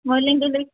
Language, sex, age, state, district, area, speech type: Kannada, female, 18-30, Karnataka, Bidar, urban, conversation